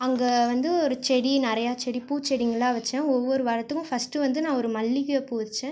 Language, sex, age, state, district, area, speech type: Tamil, female, 18-30, Tamil Nadu, Ariyalur, rural, spontaneous